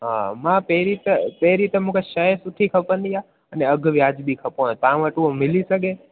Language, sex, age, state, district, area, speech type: Sindhi, male, 18-30, Gujarat, Junagadh, rural, conversation